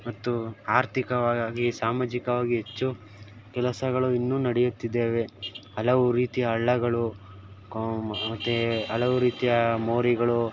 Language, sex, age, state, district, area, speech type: Kannada, male, 18-30, Karnataka, Mysore, urban, spontaneous